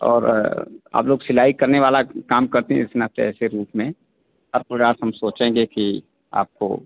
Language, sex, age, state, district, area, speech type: Hindi, male, 60+, Uttar Pradesh, Azamgarh, rural, conversation